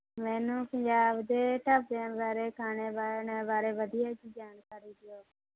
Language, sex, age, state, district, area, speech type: Punjabi, female, 45-60, Punjab, Mohali, rural, conversation